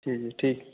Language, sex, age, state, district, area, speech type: Hindi, male, 18-30, Madhya Pradesh, Katni, urban, conversation